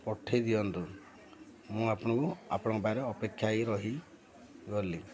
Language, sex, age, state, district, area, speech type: Odia, male, 45-60, Odisha, Ganjam, urban, spontaneous